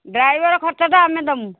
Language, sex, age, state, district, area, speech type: Odia, female, 60+, Odisha, Angul, rural, conversation